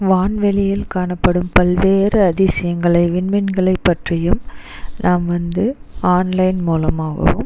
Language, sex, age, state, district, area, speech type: Tamil, female, 30-45, Tamil Nadu, Dharmapuri, rural, spontaneous